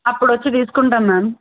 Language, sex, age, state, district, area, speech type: Telugu, female, 18-30, Telangana, Mahbubnagar, urban, conversation